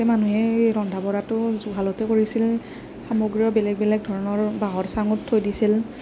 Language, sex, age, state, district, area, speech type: Assamese, female, 18-30, Assam, Nagaon, rural, spontaneous